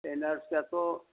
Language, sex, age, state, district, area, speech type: Bodo, male, 60+, Assam, Chirang, rural, conversation